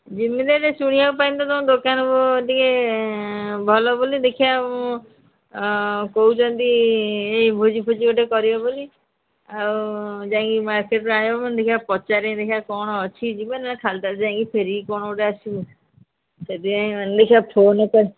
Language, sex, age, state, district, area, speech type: Odia, female, 45-60, Odisha, Angul, rural, conversation